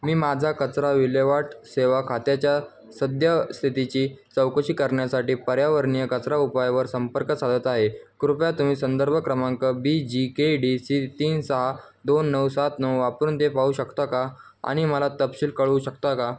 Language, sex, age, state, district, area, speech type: Marathi, male, 18-30, Maharashtra, Jalna, urban, read